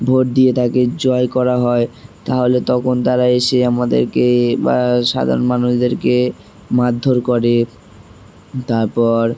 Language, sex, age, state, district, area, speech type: Bengali, male, 18-30, West Bengal, Dakshin Dinajpur, urban, spontaneous